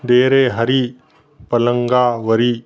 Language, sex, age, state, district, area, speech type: Marathi, male, 30-45, Maharashtra, Osmanabad, rural, spontaneous